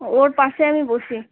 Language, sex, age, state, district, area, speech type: Bengali, female, 18-30, West Bengal, Purba Bardhaman, urban, conversation